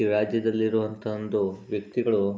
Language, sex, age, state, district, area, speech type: Kannada, male, 45-60, Karnataka, Bangalore Rural, urban, spontaneous